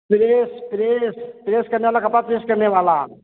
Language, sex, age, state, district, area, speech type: Hindi, male, 45-60, Uttar Pradesh, Ayodhya, rural, conversation